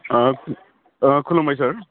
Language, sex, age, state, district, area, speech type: Bodo, male, 45-60, Assam, Udalguri, urban, conversation